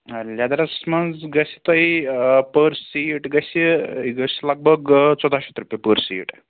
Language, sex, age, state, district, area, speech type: Kashmiri, male, 30-45, Jammu and Kashmir, Srinagar, urban, conversation